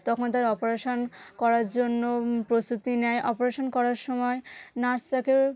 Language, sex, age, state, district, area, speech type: Bengali, female, 18-30, West Bengal, South 24 Parganas, rural, spontaneous